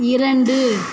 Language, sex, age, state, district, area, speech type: Tamil, female, 18-30, Tamil Nadu, Pudukkottai, rural, read